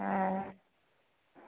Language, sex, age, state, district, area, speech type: Maithili, female, 45-60, Bihar, Madhepura, rural, conversation